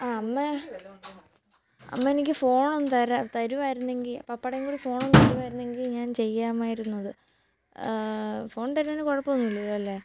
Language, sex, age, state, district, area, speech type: Malayalam, female, 18-30, Kerala, Kottayam, rural, spontaneous